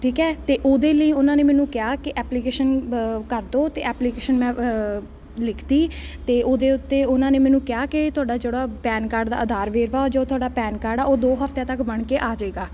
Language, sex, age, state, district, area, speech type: Punjabi, female, 18-30, Punjab, Ludhiana, urban, spontaneous